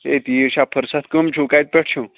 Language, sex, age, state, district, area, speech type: Kashmiri, male, 18-30, Jammu and Kashmir, Anantnag, rural, conversation